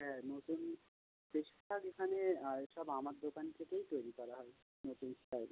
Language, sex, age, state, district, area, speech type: Bengali, male, 45-60, West Bengal, South 24 Parganas, rural, conversation